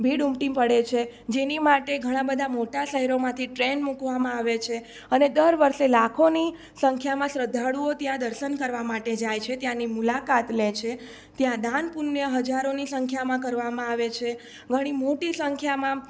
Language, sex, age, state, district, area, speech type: Gujarati, female, 18-30, Gujarat, Surat, rural, spontaneous